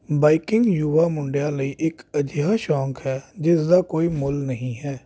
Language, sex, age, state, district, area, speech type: Punjabi, male, 30-45, Punjab, Jalandhar, urban, spontaneous